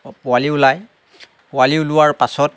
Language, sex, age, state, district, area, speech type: Assamese, male, 60+, Assam, Lakhimpur, urban, spontaneous